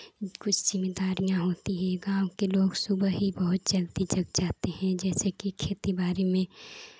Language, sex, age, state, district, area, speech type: Hindi, female, 18-30, Uttar Pradesh, Chandauli, urban, spontaneous